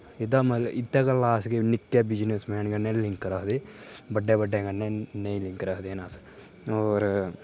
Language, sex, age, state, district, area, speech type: Dogri, male, 30-45, Jammu and Kashmir, Udhampur, rural, spontaneous